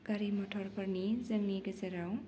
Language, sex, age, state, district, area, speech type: Bodo, female, 18-30, Assam, Baksa, rural, spontaneous